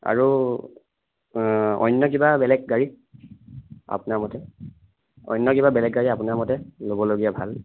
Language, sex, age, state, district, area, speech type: Assamese, male, 18-30, Assam, Sonitpur, rural, conversation